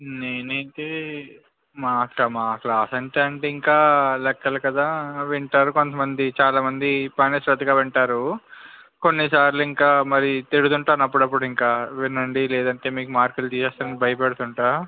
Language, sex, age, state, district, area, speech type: Telugu, male, 18-30, Andhra Pradesh, Visakhapatnam, urban, conversation